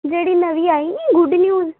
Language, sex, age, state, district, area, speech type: Punjabi, female, 18-30, Punjab, Tarn Taran, urban, conversation